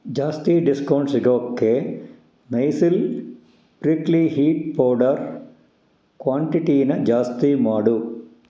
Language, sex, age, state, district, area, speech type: Kannada, male, 60+, Karnataka, Kolar, rural, read